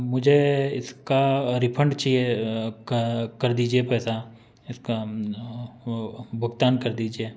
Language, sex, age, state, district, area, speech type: Hindi, male, 30-45, Madhya Pradesh, Betul, urban, spontaneous